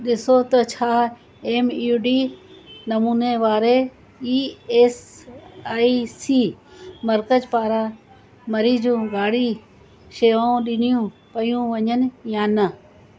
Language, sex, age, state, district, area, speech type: Sindhi, female, 60+, Gujarat, Surat, urban, read